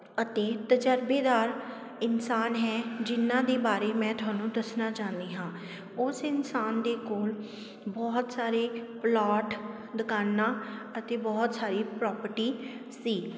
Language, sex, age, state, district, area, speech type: Punjabi, female, 30-45, Punjab, Sangrur, rural, spontaneous